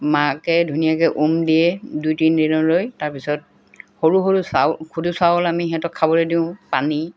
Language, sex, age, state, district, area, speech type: Assamese, female, 60+, Assam, Golaghat, rural, spontaneous